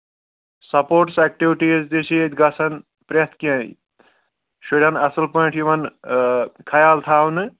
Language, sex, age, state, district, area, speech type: Kashmiri, male, 18-30, Jammu and Kashmir, Kulgam, rural, conversation